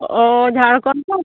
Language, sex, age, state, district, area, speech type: Santali, female, 45-60, West Bengal, Purba Bardhaman, rural, conversation